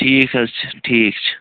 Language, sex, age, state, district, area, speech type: Kashmiri, male, 18-30, Jammu and Kashmir, Baramulla, rural, conversation